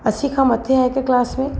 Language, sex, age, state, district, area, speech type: Sindhi, female, 45-60, Maharashtra, Mumbai Suburban, urban, spontaneous